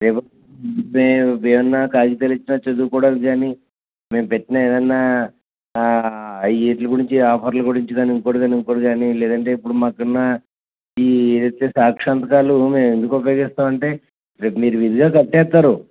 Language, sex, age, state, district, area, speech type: Telugu, male, 60+, Andhra Pradesh, West Godavari, rural, conversation